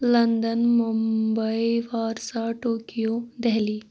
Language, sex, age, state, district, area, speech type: Kashmiri, female, 30-45, Jammu and Kashmir, Anantnag, rural, spontaneous